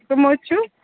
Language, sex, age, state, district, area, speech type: Kashmiri, female, 30-45, Jammu and Kashmir, Bandipora, rural, conversation